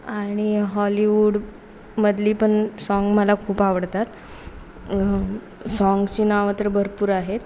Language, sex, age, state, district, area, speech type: Marathi, female, 18-30, Maharashtra, Ratnagiri, rural, spontaneous